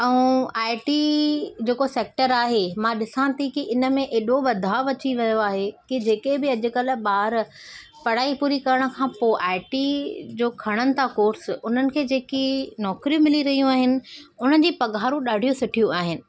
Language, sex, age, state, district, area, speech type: Sindhi, female, 30-45, Maharashtra, Thane, urban, spontaneous